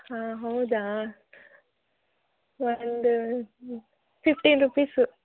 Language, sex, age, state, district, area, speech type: Kannada, female, 18-30, Karnataka, Chikkaballapur, rural, conversation